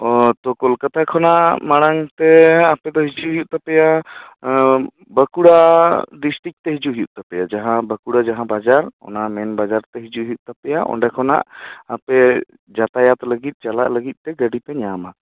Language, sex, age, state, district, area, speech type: Santali, male, 18-30, West Bengal, Bankura, rural, conversation